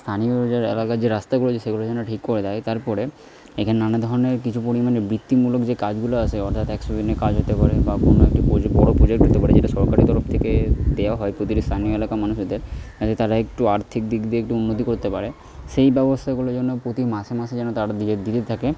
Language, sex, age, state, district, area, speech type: Bengali, male, 30-45, West Bengal, Purba Bardhaman, rural, spontaneous